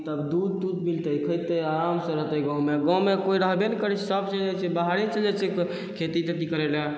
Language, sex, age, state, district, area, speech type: Maithili, male, 18-30, Bihar, Purnia, rural, spontaneous